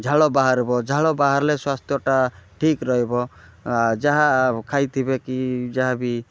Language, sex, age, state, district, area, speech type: Odia, male, 30-45, Odisha, Kalahandi, rural, spontaneous